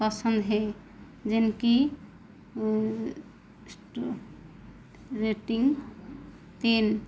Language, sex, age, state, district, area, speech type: Hindi, female, 45-60, Madhya Pradesh, Chhindwara, rural, read